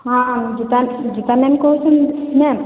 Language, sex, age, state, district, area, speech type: Odia, female, 60+, Odisha, Boudh, rural, conversation